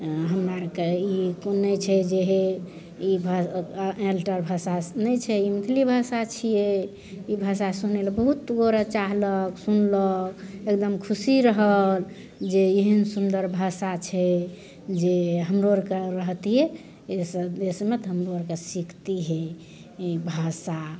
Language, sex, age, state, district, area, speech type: Maithili, female, 60+, Bihar, Madhepura, rural, spontaneous